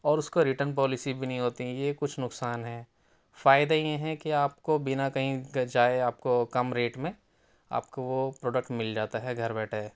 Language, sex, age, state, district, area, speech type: Urdu, male, 18-30, Delhi, South Delhi, urban, spontaneous